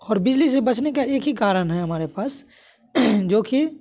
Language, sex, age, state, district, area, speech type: Hindi, male, 18-30, Bihar, Muzaffarpur, urban, spontaneous